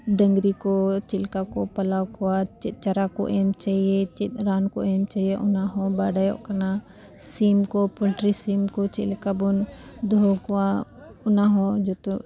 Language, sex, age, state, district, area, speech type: Santali, female, 18-30, Jharkhand, Bokaro, rural, spontaneous